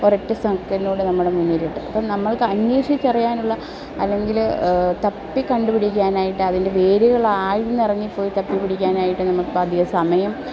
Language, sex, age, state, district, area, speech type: Malayalam, female, 30-45, Kerala, Alappuzha, urban, spontaneous